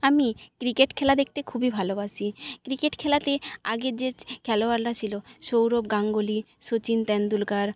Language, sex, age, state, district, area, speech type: Bengali, female, 45-60, West Bengal, Jhargram, rural, spontaneous